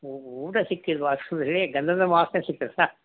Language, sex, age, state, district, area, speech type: Kannada, male, 60+, Karnataka, Mysore, rural, conversation